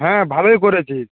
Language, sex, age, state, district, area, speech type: Bengali, male, 60+, West Bengal, Nadia, rural, conversation